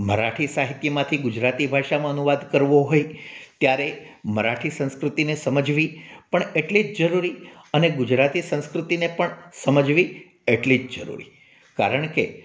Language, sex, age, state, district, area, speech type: Gujarati, male, 45-60, Gujarat, Amreli, urban, spontaneous